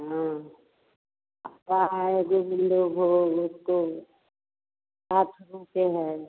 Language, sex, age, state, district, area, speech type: Hindi, female, 60+, Bihar, Vaishali, urban, conversation